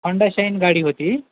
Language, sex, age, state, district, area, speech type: Marathi, male, 45-60, Maharashtra, Nanded, rural, conversation